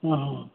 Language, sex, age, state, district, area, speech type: Telugu, male, 60+, Andhra Pradesh, N T Rama Rao, urban, conversation